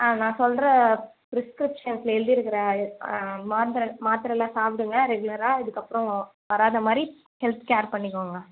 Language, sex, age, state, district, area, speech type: Tamil, female, 18-30, Tamil Nadu, Vellore, urban, conversation